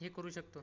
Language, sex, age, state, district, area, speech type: Marathi, male, 30-45, Maharashtra, Akola, urban, spontaneous